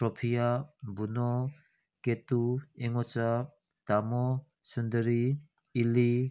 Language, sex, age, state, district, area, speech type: Manipuri, male, 60+, Manipur, Kangpokpi, urban, spontaneous